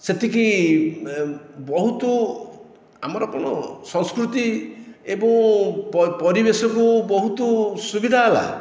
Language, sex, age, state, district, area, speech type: Odia, male, 60+, Odisha, Khordha, rural, spontaneous